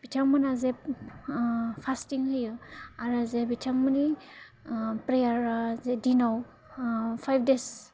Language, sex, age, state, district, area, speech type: Bodo, female, 18-30, Assam, Udalguri, rural, spontaneous